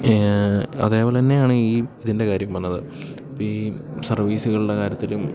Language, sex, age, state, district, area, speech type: Malayalam, male, 18-30, Kerala, Idukki, rural, spontaneous